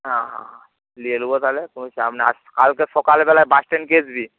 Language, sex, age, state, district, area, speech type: Bengali, male, 30-45, West Bengal, Paschim Medinipur, rural, conversation